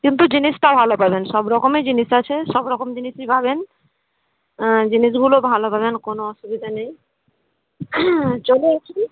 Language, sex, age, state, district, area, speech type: Bengali, female, 30-45, West Bengal, Murshidabad, rural, conversation